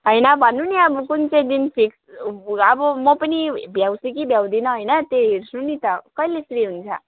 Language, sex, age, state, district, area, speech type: Nepali, female, 18-30, West Bengal, Alipurduar, urban, conversation